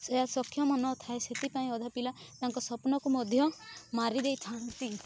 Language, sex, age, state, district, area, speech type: Odia, female, 18-30, Odisha, Rayagada, rural, spontaneous